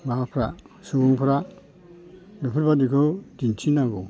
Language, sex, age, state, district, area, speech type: Bodo, male, 60+, Assam, Chirang, rural, spontaneous